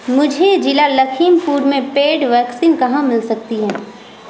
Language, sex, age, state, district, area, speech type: Urdu, female, 30-45, Bihar, Supaul, rural, read